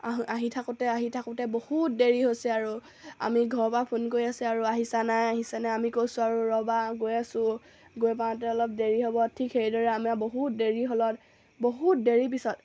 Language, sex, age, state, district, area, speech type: Assamese, female, 18-30, Assam, Sivasagar, rural, spontaneous